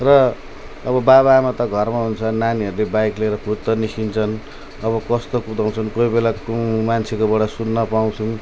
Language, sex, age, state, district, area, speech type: Nepali, male, 45-60, West Bengal, Jalpaiguri, rural, spontaneous